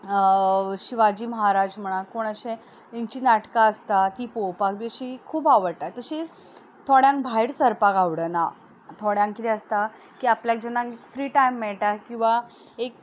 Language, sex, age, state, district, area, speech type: Goan Konkani, female, 18-30, Goa, Ponda, urban, spontaneous